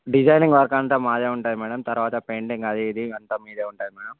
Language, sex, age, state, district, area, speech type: Telugu, male, 45-60, Andhra Pradesh, Visakhapatnam, urban, conversation